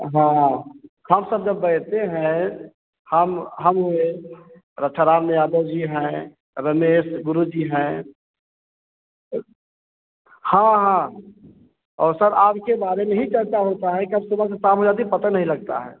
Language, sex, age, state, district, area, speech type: Hindi, male, 45-60, Uttar Pradesh, Ayodhya, rural, conversation